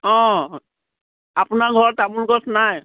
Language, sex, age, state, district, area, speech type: Assamese, female, 60+, Assam, Biswanath, rural, conversation